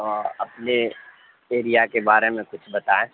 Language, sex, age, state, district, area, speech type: Urdu, male, 60+, Bihar, Madhubani, urban, conversation